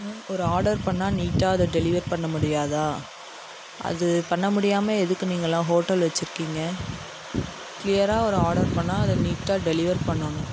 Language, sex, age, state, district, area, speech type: Tamil, female, 18-30, Tamil Nadu, Dharmapuri, rural, spontaneous